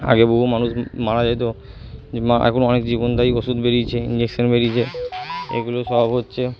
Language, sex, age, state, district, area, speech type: Bengali, male, 60+, West Bengal, Purba Bardhaman, urban, spontaneous